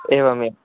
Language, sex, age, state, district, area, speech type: Sanskrit, male, 18-30, Karnataka, Uttara Kannada, rural, conversation